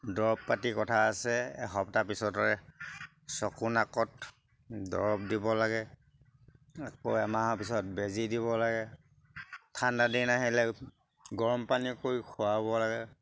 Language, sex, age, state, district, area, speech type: Assamese, male, 60+, Assam, Sivasagar, rural, spontaneous